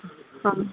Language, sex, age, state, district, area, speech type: Kannada, female, 60+, Karnataka, Gadag, rural, conversation